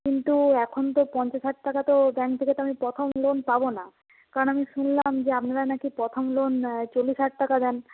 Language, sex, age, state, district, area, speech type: Bengali, female, 45-60, West Bengal, Purba Medinipur, rural, conversation